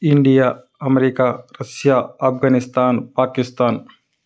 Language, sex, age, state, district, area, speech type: Telugu, male, 30-45, Telangana, Karimnagar, rural, spontaneous